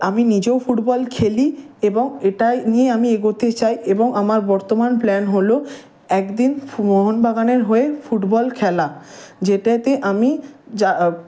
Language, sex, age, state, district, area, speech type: Bengali, male, 18-30, West Bengal, Howrah, urban, spontaneous